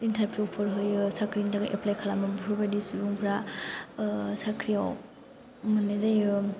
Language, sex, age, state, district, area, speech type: Bodo, female, 18-30, Assam, Chirang, rural, spontaneous